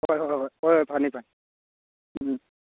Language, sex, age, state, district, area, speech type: Manipuri, male, 18-30, Manipur, Churachandpur, rural, conversation